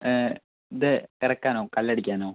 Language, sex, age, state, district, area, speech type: Malayalam, male, 18-30, Kerala, Palakkad, rural, conversation